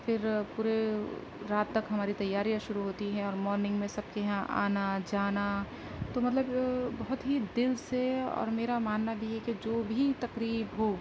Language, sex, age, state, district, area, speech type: Urdu, female, 30-45, Uttar Pradesh, Gautam Buddha Nagar, rural, spontaneous